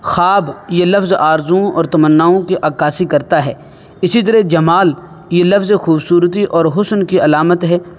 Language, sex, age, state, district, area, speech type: Urdu, male, 18-30, Uttar Pradesh, Saharanpur, urban, spontaneous